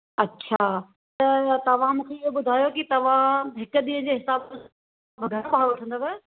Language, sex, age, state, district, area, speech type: Sindhi, female, 30-45, Maharashtra, Thane, urban, conversation